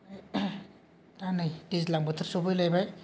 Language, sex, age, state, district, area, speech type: Bodo, male, 18-30, Assam, Kokrajhar, rural, spontaneous